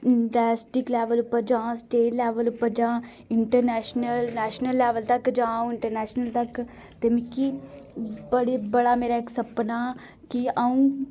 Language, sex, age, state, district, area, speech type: Dogri, female, 18-30, Jammu and Kashmir, Reasi, rural, spontaneous